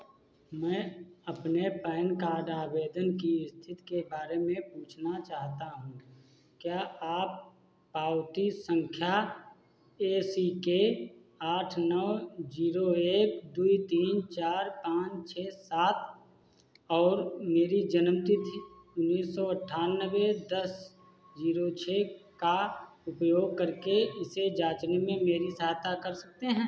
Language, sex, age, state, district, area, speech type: Hindi, male, 45-60, Uttar Pradesh, Hardoi, rural, read